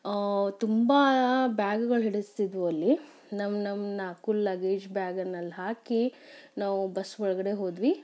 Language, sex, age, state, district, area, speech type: Kannada, female, 30-45, Karnataka, Chikkaballapur, rural, spontaneous